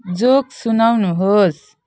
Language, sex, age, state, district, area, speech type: Nepali, female, 30-45, West Bengal, Jalpaiguri, rural, read